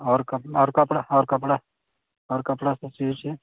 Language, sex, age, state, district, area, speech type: Maithili, male, 60+, Bihar, Sitamarhi, rural, conversation